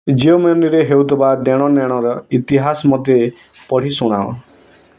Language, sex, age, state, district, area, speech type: Odia, male, 18-30, Odisha, Bargarh, urban, read